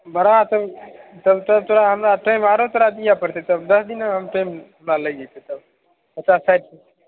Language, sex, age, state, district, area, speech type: Maithili, male, 18-30, Bihar, Begusarai, rural, conversation